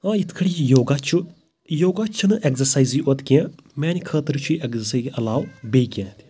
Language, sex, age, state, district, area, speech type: Kashmiri, male, 18-30, Jammu and Kashmir, Kulgam, rural, spontaneous